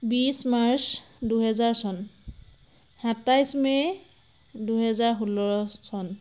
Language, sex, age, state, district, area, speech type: Assamese, female, 30-45, Assam, Sivasagar, rural, spontaneous